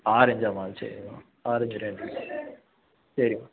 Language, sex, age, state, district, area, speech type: Tamil, male, 18-30, Tamil Nadu, Nagapattinam, rural, conversation